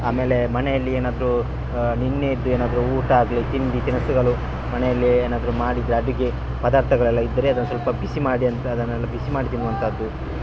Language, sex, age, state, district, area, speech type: Kannada, male, 30-45, Karnataka, Dakshina Kannada, rural, spontaneous